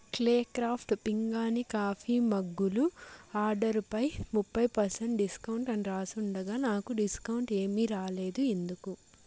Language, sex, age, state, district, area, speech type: Telugu, female, 18-30, Andhra Pradesh, Chittoor, urban, read